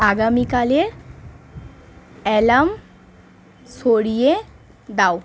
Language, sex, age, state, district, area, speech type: Bengali, female, 18-30, West Bengal, Howrah, urban, read